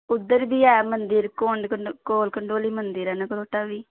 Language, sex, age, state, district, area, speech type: Dogri, female, 18-30, Jammu and Kashmir, Jammu, rural, conversation